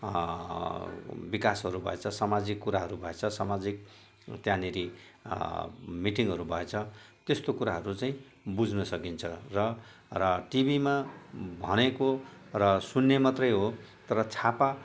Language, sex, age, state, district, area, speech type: Nepali, male, 60+, West Bengal, Jalpaiguri, rural, spontaneous